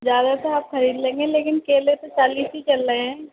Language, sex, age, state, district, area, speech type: Hindi, female, 18-30, Madhya Pradesh, Jabalpur, urban, conversation